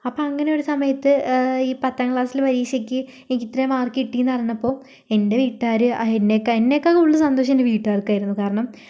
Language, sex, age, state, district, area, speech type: Malayalam, female, 18-30, Kerala, Kozhikode, rural, spontaneous